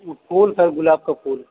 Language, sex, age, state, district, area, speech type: Hindi, male, 18-30, Uttar Pradesh, Bhadohi, rural, conversation